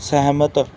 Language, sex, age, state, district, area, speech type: Punjabi, male, 18-30, Punjab, Mansa, urban, read